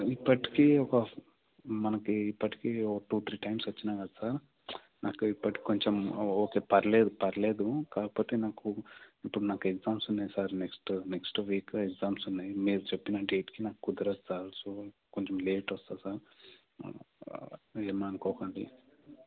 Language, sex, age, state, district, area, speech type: Telugu, male, 18-30, Telangana, Medchal, rural, conversation